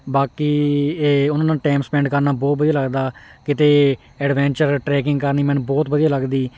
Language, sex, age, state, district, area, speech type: Punjabi, male, 18-30, Punjab, Hoshiarpur, rural, spontaneous